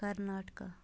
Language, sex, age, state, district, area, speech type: Kashmiri, female, 18-30, Jammu and Kashmir, Bandipora, rural, spontaneous